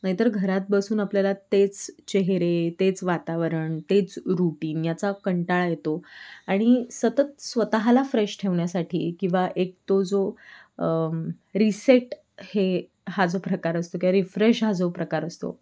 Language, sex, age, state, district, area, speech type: Marathi, female, 18-30, Maharashtra, Sindhudurg, rural, spontaneous